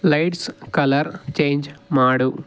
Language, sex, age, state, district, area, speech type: Kannada, male, 18-30, Karnataka, Tumkur, rural, read